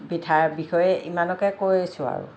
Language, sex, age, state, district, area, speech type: Assamese, female, 60+, Assam, Lakhimpur, rural, spontaneous